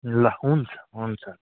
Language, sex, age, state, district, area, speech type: Nepali, male, 45-60, West Bengal, Alipurduar, rural, conversation